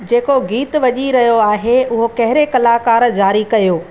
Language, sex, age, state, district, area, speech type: Sindhi, female, 45-60, Maharashtra, Thane, urban, read